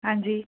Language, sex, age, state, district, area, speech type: Punjabi, female, 30-45, Punjab, Bathinda, urban, conversation